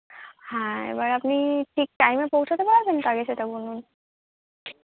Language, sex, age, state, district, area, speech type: Bengali, female, 18-30, West Bengal, Birbhum, urban, conversation